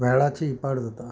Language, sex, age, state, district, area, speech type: Goan Konkani, male, 45-60, Goa, Canacona, rural, spontaneous